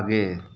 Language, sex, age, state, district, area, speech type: Hindi, male, 30-45, Uttar Pradesh, Mau, rural, read